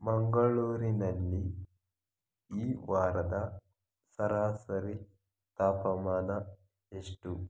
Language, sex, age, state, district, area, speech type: Kannada, male, 45-60, Karnataka, Chikkaballapur, rural, read